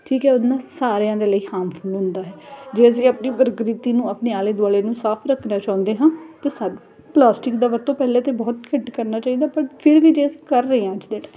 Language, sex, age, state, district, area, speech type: Punjabi, female, 30-45, Punjab, Ludhiana, urban, spontaneous